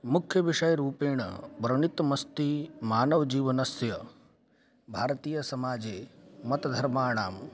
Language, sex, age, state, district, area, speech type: Sanskrit, male, 18-30, Uttar Pradesh, Lucknow, urban, spontaneous